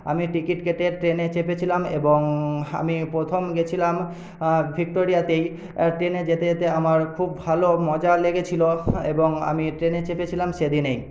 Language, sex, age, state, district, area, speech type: Bengali, male, 18-30, West Bengal, Paschim Medinipur, rural, spontaneous